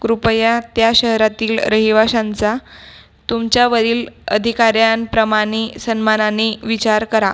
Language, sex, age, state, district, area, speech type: Marathi, female, 18-30, Maharashtra, Buldhana, rural, read